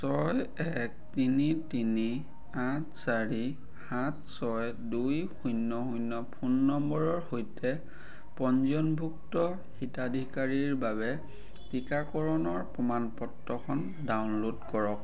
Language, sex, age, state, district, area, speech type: Assamese, male, 30-45, Assam, Dhemaji, rural, read